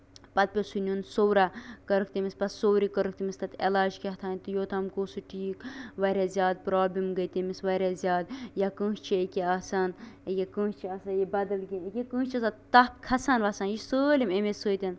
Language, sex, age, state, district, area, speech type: Kashmiri, female, 18-30, Jammu and Kashmir, Bandipora, rural, spontaneous